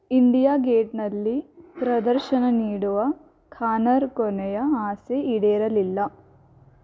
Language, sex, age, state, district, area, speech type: Kannada, female, 18-30, Karnataka, Bidar, urban, read